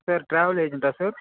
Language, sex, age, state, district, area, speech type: Tamil, male, 18-30, Tamil Nadu, Vellore, rural, conversation